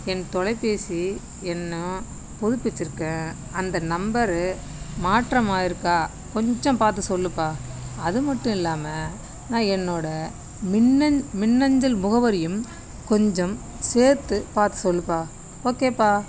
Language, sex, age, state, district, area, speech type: Tamil, female, 60+, Tamil Nadu, Kallakurichi, rural, spontaneous